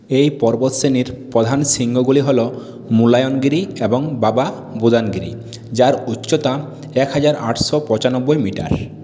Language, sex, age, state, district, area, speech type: Bengali, male, 45-60, West Bengal, Purulia, urban, read